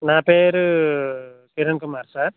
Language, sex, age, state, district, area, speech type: Telugu, male, 18-30, Telangana, Khammam, urban, conversation